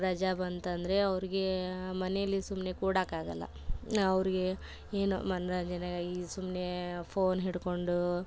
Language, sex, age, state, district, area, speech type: Kannada, female, 18-30, Karnataka, Koppal, rural, spontaneous